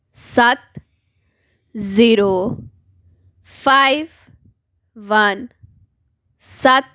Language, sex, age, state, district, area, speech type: Punjabi, female, 18-30, Punjab, Tarn Taran, urban, read